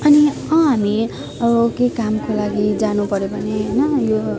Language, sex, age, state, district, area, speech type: Nepali, female, 18-30, West Bengal, Jalpaiguri, rural, spontaneous